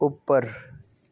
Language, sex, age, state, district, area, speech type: Punjabi, male, 30-45, Punjab, Kapurthala, urban, read